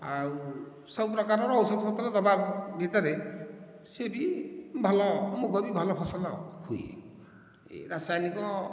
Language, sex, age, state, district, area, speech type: Odia, male, 45-60, Odisha, Nayagarh, rural, spontaneous